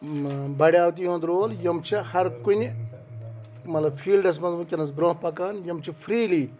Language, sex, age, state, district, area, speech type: Kashmiri, male, 45-60, Jammu and Kashmir, Ganderbal, rural, spontaneous